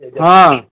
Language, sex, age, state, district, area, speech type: Odia, male, 60+, Odisha, Cuttack, urban, conversation